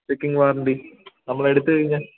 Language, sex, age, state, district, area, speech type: Malayalam, male, 18-30, Kerala, Idukki, rural, conversation